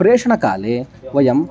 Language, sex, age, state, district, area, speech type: Sanskrit, male, 18-30, Karnataka, Chitradurga, rural, spontaneous